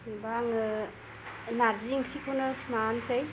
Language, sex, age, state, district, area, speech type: Bodo, female, 45-60, Assam, Kokrajhar, rural, spontaneous